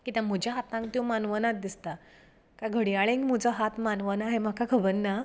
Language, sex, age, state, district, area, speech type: Goan Konkani, female, 30-45, Goa, Canacona, rural, spontaneous